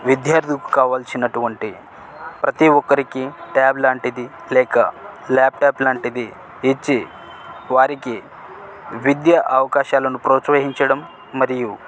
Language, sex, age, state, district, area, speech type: Telugu, male, 30-45, Telangana, Khammam, urban, spontaneous